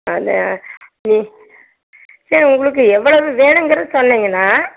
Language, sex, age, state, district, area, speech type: Tamil, female, 60+, Tamil Nadu, Erode, rural, conversation